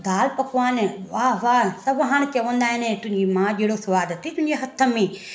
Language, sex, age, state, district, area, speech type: Sindhi, female, 30-45, Gujarat, Surat, urban, spontaneous